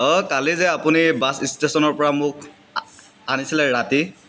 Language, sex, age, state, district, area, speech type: Assamese, male, 18-30, Assam, Dibrugarh, rural, spontaneous